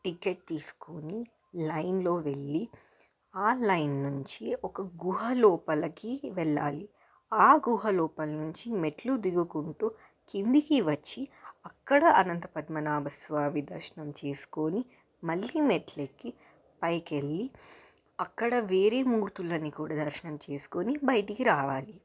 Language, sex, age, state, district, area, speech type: Telugu, female, 18-30, Telangana, Hyderabad, urban, spontaneous